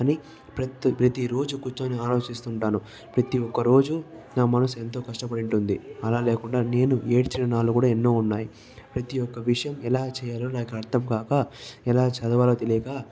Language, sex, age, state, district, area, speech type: Telugu, male, 45-60, Andhra Pradesh, Chittoor, urban, spontaneous